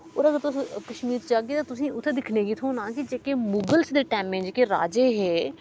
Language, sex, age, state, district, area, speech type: Dogri, female, 30-45, Jammu and Kashmir, Udhampur, urban, spontaneous